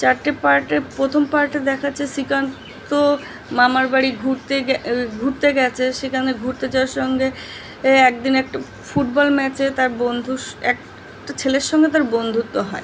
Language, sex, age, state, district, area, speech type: Bengali, female, 18-30, West Bengal, South 24 Parganas, urban, spontaneous